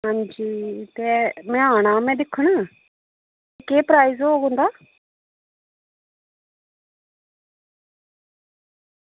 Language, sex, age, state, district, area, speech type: Dogri, female, 30-45, Jammu and Kashmir, Reasi, urban, conversation